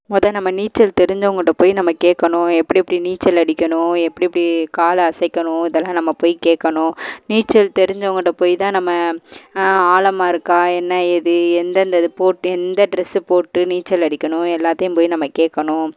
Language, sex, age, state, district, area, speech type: Tamil, female, 18-30, Tamil Nadu, Madurai, urban, spontaneous